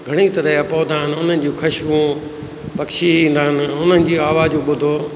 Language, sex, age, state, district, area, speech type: Sindhi, male, 60+, Rajasthan, Ajmer, urban, spontaneous